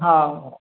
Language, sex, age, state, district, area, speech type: Odia, female, 60+, Odisha, Angul, rural, conversation